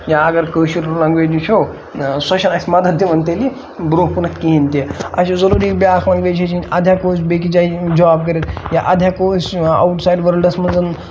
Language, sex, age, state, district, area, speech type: Kashmiri, male, 18-30, Jammu and Kashmir, Ganderbal, rural, spontaneous